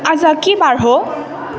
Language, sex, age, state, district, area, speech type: Nepali, female, 18-30, West Bengal, Darjeeling, rural, read